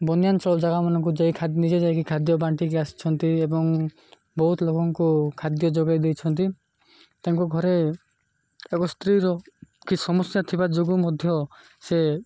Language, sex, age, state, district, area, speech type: Odia, male, 30-45, Odisha, Koraput, urban, spontaneous